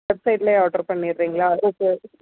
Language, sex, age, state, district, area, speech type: Tamil, female, 30-45, Tamil Nadu, Chennai, urban, conversation